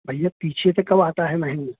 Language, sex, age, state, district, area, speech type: Urdu, male, 30-45, Uttar Pradesh, Gautam Buddha Nagar, urban, conversation